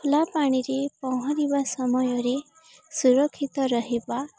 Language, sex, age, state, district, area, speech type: Odia, female, 18-30, Odisha, Balangir, urban, spontaneous